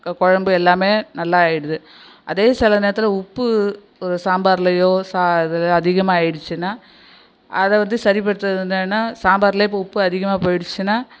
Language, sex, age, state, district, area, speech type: Tamil, female, 60+, Tamil Nadu, Nagapattinam, rural, spontaneous